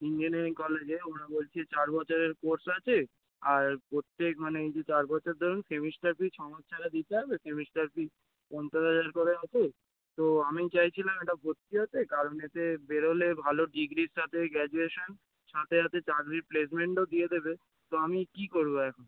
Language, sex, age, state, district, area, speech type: Bengali, male, 18-30, West Bengal, Dakshin Dinajpur, urban, conversation